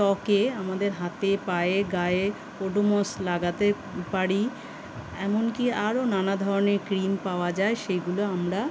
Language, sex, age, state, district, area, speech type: Bengali, female, 45-60, West Bengal, Kolkata, urban, spontaneous